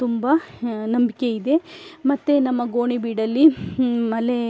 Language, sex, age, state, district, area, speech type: Kannada, female, 45-60, Karnataka, Chikkamagaluru, rural, spontaneous